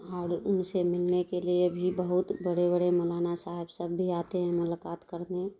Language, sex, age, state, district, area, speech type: Urdu, female, 30-45, Bihar, Darbhanga, rural, spontaneous